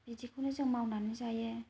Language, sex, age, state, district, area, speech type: Bodo, other, 30-45, Assam, Kokrajhar, rural, spontaneous